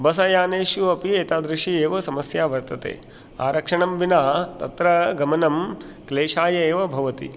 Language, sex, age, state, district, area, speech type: Sanskrit, male, 45-60, Madhya Pradesh, Indore, rural, spontaneous